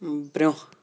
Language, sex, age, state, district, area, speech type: Kashmiri, male, 45-60, Jammu and Kashmir, Shopian, urban, read